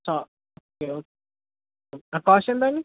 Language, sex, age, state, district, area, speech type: Telugu, male, 18-30, Telangana, Sangareddy, urban, conversation